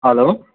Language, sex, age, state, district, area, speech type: Nepali, male, 60+, West Bengal, Kalimpong, rural, conversation